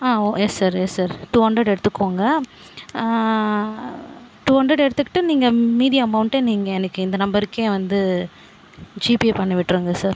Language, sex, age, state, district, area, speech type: Tamil, female, 30-45, Tamil Nadu, Viluppuram, rural, spontaneous